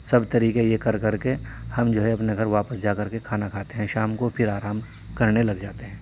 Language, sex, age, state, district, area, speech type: Urdu, male, 30-45, Uttar Pradesh, Saharanpur, urban, spontaneous